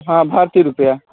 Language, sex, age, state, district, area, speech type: Maithili, male, 45-60, Bihar, Supaul, rural, conversation